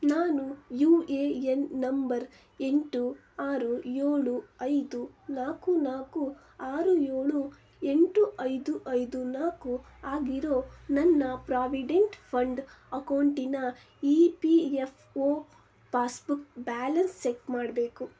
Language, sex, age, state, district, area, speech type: Kannada, female, 18-30, Karnataka, Shimoga, urban, read